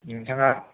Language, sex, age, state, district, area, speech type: Bodo, male, 18-30, Assam, Kokrajhar, rural, conversation